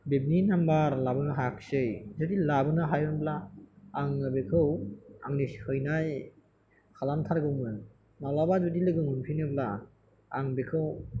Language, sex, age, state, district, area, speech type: Bodo, male, 18-30, Assam, Chirang, urban, spontaneous